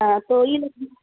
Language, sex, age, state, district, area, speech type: Urdu, female, 18-30, Uttar Pradesh, Ghaziabad, urban, conversation